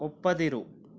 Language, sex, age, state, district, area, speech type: Kannada, male, 45-60, Karnataka, Bangalore Urban, urban, read